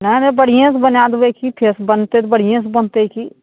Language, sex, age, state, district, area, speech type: Maithili, female, 60+, Bihar, Araria, rural, conversation